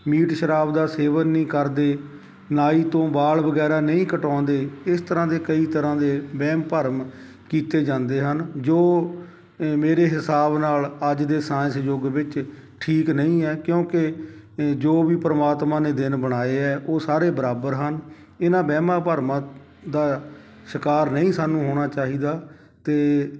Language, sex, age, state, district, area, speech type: Punjabi, male, 45-60, Punjab, Shaheed Bhagat Singh Nagar, urban, spontaneous